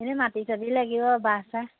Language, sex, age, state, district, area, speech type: Assamese, female, 18-30, Assam, Majuli, urban, conversation